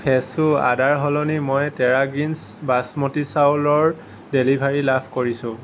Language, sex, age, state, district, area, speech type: Assamese, male, 18-30, Assam, Kamrup Metropolitan, urban, read